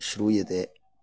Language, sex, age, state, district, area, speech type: Sanskrit, male, 45-60, Karnataka, Shimoga, rural, spontaneous